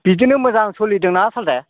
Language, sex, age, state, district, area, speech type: Bodo, male, 60+, Assam, Udalguri, rural, conversation